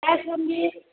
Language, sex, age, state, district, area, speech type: Bodo, female, 45-60, Assam, Chirang, rural, conversation